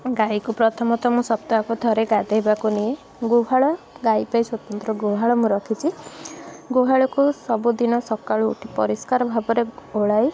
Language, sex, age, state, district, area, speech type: Odia, female, 18-30, Odisha, Puri, urban, spontaneous